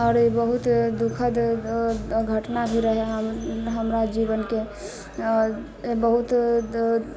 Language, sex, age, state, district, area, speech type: Maithili, female, 30-45, Bihar, Sitamarhi, rural, spontaneous